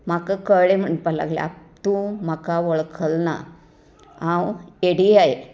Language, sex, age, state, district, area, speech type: Goan Konkani, female, 60+, Goa, Canacona, rural, spontaneous